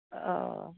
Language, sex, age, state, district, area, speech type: Assamese, female, 60+, Assam, Goalpara, urban, conversation